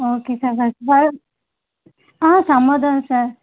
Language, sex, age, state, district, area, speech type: Tamil, female, 18-30, Tamil Nadu, Tirupattur, rural, conversation